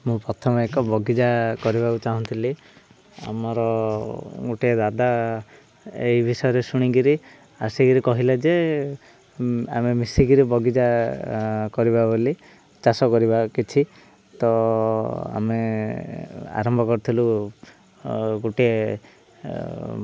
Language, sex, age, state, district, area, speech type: Odia, male, 18-30, Odisha, Ganjam, urban, spontaneous